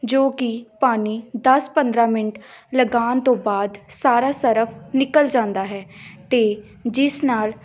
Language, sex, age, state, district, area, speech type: Punjabi, female, 18-30, Punjab, Gurdaspur, urban, spontaneous